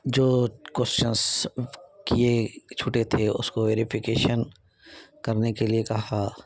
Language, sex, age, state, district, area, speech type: Urdu, male, 18-30, Telangana, Hyderabad, urban, spontaneous